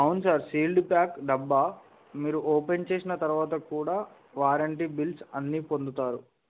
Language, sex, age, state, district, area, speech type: Telugu, male, 18-30, Telangana, Adilabad, urban, conversation